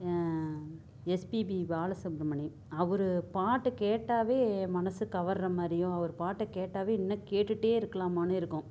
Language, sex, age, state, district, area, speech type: Tamil, female, 45-60, Tamil Nadu, Namakkal, rural, spontaneous